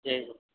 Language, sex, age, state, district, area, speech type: Urdu, male, 18-30, Delhi, South Delhi, urban, conversation